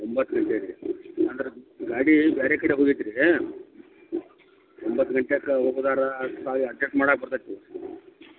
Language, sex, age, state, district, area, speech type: Kannada, male, 45-60, Karnataka, Belgaum, rural, conversation